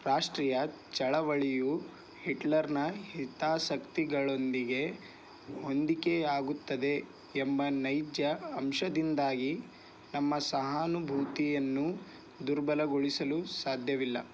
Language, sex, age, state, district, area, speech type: Kannada, male, 18-30, Karnataka, Bidar, urban, read